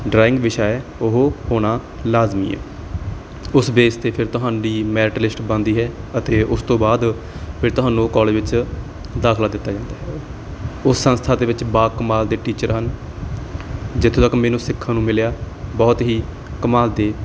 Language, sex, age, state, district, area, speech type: Punjabi, male, 18-30, Punjab, Barnala, rural, spontaneous